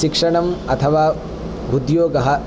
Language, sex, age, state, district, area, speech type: Sanskrit, male, 18-30, Andhra Pradesh, Palnadu, rural, spontaneous